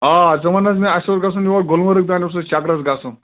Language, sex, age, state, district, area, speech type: Kashmiri, male, 30-45, Jammu and Kashmir, Bandipora, rural, conversation